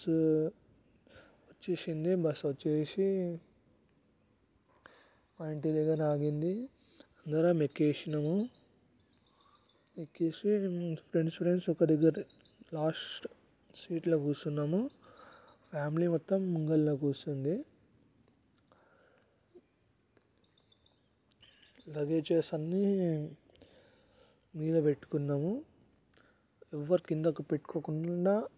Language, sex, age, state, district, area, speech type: Telugu, male, 30-45, Telangana, Vikarabad, urban, spontaneous